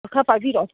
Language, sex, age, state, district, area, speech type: Manipuri, female, 60+, Manipur, Kangpokpi, urban, conversation